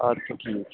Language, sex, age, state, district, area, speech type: Kashmiri, male, 18-30, Jammu and Kashmir, Kupwara, rural, conversation